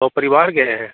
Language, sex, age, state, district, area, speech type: Hindi, male, 45-60, Bihar, Begusarai, urban, conversation